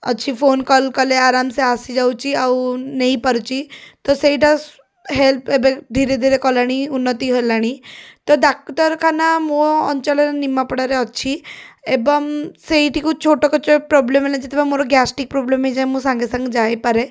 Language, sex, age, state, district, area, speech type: Odia, female, 30-45, Odisha, Puri, urban, spontaneous